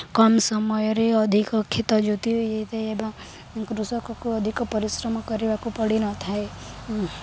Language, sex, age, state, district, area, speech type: Odia, female, 18-30, Odisha, Balangir, urban, spontaneous